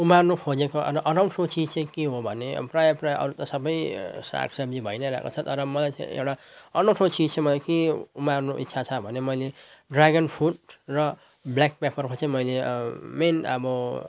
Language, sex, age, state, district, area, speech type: Nepali, male, 30-45, West Bengal, Jalpaiguri, urban, spontaneous